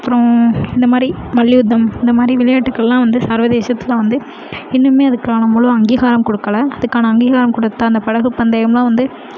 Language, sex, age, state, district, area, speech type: Tamil, female, 18-30, Tamil Nadu, Sivaganga, rural, spontaneous